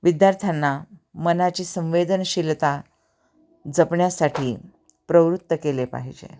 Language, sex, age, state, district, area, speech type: Marathi, female, 45-60, Maharashtra, Osmanabad, rural, spontaneous